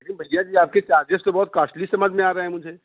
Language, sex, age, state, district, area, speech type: Hindi, male, 45-60, Uttar Pradesh, Bhadohi, urban, conversation